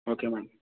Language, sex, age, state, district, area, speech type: Telugu, male, 30-45, Andhra Pradesh, East Godavari, rural, conversation